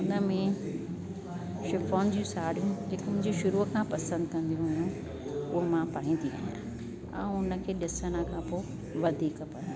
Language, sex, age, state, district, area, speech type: Sindhi, female, 60+, Delhi, South Delhi, urban, spontaneous